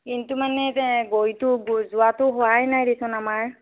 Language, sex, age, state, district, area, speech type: Assamese, female, 45-60, Assam, Nagaon, rural, conversation